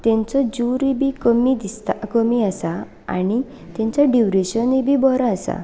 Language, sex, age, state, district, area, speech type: Goan Konkani, female, 18-30, Goa, Canacona, rural, spontaneous